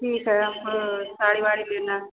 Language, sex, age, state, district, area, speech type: Hindi, female, 45-60, Uttar Pradesh, Ayodhya, rural, conversation